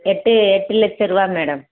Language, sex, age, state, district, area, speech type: Tamil, female, 45-60, Tamil Nadu, Madurai, rural, conversation